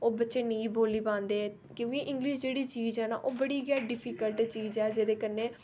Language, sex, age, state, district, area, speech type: Dogri, female, 18-30, Jammu and Kashmir, Reasi, rural, spontaneous